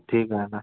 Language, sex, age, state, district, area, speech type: Marathi, male, 18-30, Maharashtra, Wardha, urban, conversation